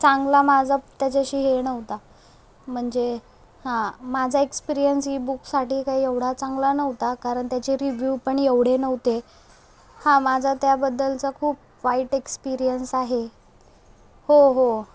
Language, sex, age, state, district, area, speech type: Marathi, female, 30-45, Maharashtra, Solapur, urban, spontaneous